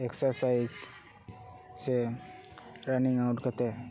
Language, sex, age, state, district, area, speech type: Santali, male, 18-30, West Bengal, Paschim Bardhaman, rural, spontaneous